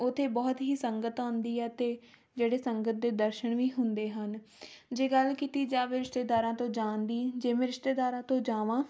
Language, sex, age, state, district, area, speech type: Punjabi, female, 18-30, Punjab, Tarn Taran, rural, spontaneous